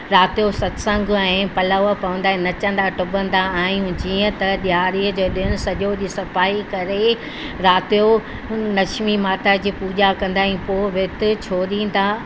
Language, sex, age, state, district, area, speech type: Sindhi, female, 60+, Gujarat, Junagadh, urban, spontaneous